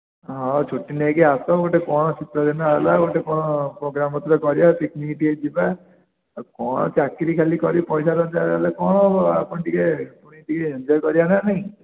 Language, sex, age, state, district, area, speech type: Odia, male, 18-30, Odisha, Puri, urban, conversation